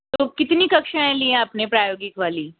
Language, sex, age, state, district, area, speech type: Hindi, female, 60+, Rajasthan, Jaipur, urban, conversation